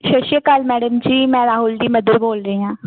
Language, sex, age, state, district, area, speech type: Punjabi, female, 18-30, Punjab, Pathankot, rural, conversation